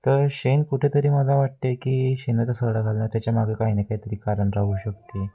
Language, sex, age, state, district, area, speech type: Marathi, male, 18-30, Maharashtra, Wardha, rural, spontaneous